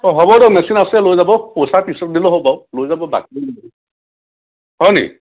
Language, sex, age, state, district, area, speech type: Assamese, male, 30-45, Assam, Sivasagar, rural, conversation